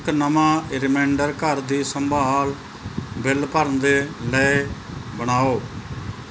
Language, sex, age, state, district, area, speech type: Punjabi, male, 45-60, Punjab, Mansa, urban, read